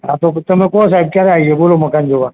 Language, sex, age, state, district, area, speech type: Gujarati, male, 45-60, Gujarat, Ahmedabad, urban, conversation